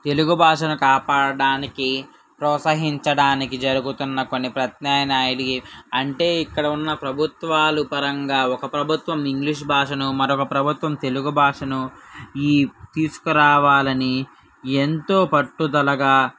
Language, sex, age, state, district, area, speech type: Telugu, male, 18-30, Andhra Pradesh, Srikakulam, urban, spontaneous